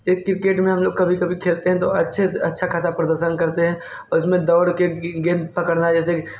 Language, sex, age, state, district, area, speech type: Hindi, male, 18-30, Uttar Pradesh, Mirzapur, rural, spontaneous